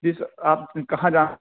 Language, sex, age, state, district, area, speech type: Urdu, male, 18-30, Delhi, Central Delhi, urban, conversation